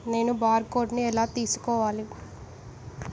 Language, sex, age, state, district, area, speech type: Telugu, female, 18-30, Telangana, Medak, urban, read